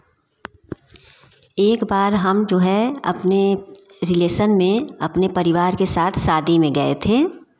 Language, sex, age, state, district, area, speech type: Hindi, female, 45-60, Uttar Pradesh, Varanasi, urban, spontaneous